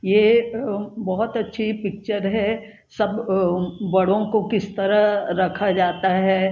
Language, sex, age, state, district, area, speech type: Hindi, female, 60+, Madhya Pradesh, Jabalpur, urban, spontaneous